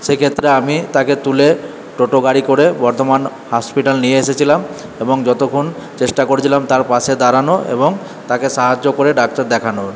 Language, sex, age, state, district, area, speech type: Bengali, male, 30-45, West Bengal, Purba Bardhaman, urban, spontaneous